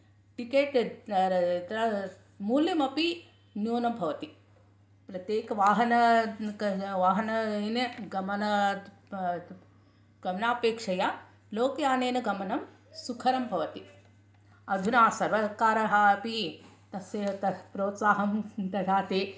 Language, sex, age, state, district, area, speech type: Sanskrit, female, 60+, Karnataka, Mysore, urban, spontaneous